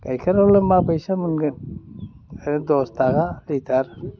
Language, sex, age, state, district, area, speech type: Bodo, male, 60+, Assam, Udalguri, rural, spontaneous